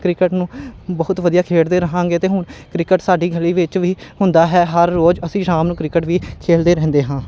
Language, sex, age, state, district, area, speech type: Punjabi, male, 30-45, Punjab, Amritsar, urban, spontaneous